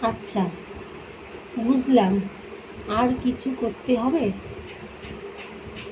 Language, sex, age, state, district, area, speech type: Bengali, female, 45-60, West Bengal, Kolkata, urban, spontaneous